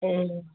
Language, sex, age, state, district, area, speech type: Nepali, female, 45-60, West Bengal, Darjeeling, rural, conversation